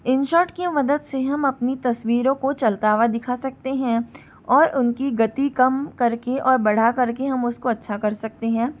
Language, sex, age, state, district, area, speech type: Hindi, female, 45-60, Rajasthan, Jaipur, urban, spontaneous